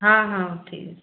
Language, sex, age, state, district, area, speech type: Odia, female, 45-60, Odisha, Gajapati, rural, conversation